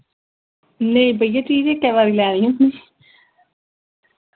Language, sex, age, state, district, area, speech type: Dogri, female, 18-30, Jammu and Kashmir, Samba, rural, conversation